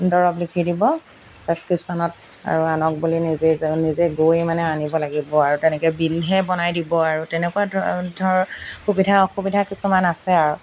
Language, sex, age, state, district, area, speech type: Assamese, female, 30-45, Assam, Golaghat, urban, spontaneous